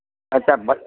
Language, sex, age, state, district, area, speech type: Gujarati, male, 60+, Gujarat, Rajkot, urban, conversation